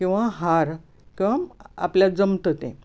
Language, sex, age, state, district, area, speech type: Goan Konkani, female, 60+, Goa, Bardez, urban, spontaneous